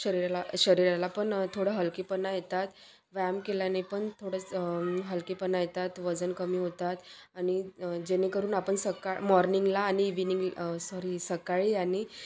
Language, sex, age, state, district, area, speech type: Marathi, female, 30-45, Maharashtra, Wardha, rural, spontaneous